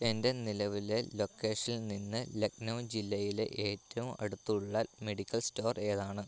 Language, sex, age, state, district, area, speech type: Malayalam, male, 18-30, Kerala, Kottayam, rural, read